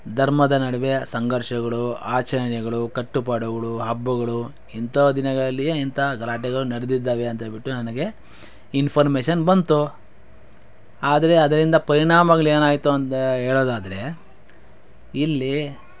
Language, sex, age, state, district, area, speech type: Kannada, male, 30-45, Karnataka, Chikkaballapur, rural, spontaneous